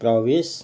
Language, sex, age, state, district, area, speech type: Nepali, male, 60+, West Bengal, Kalimpong, rural, spontaneous